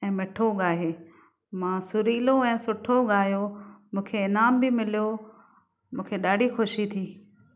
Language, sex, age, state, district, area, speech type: Sindhi, female, 45-60, Maharashtra, Thane, urban, spontaneous